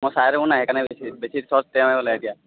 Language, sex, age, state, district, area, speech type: Assamese, male, 18-30, Assam, Sivasagar, rural, conversation